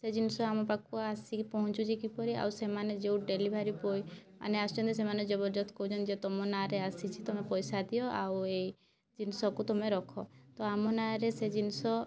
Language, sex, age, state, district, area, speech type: Odia, female, 18-30, Odisha, Mayurbhanj, rural, spontaneous